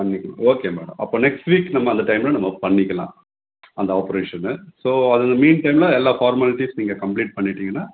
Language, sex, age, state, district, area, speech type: Tamil, male, 60+, Tamil Nadu, Tenkasi, rural, conversation